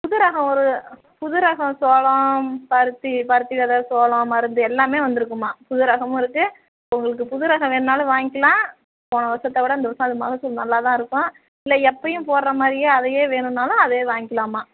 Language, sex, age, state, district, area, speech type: Tamil, female, 45-60, Tamil Nadu, Perambalur, rural, conversation